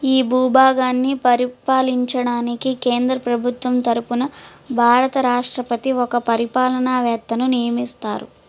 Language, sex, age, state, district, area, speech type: Telugu, female, 18-30, Andhra Pradesh, Guntur, urban, read